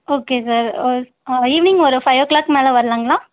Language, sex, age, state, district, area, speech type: Tamil, female, 18-30, Tamil Nadu, Tirupattur, rural, conversation